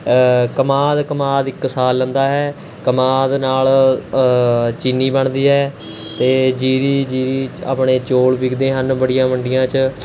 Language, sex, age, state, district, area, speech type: Punjabi, male, 18-30, Punjab, Mohali, rural, spontaneous